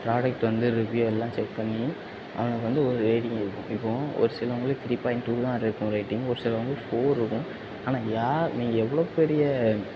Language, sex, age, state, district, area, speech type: Tamil, male, 18-30, Tamil Nadu, Tirunelveli, rural, spontaneous